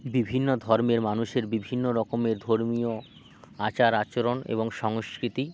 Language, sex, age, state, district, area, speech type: Bengali, male, 45-60, West Bengal, Hooghly, urban, spontaneous